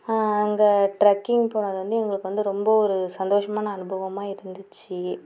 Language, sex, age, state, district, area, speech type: Tamil, female, 45-60, Tamil Nadu, Mayiladuthurai, rural, spontaneous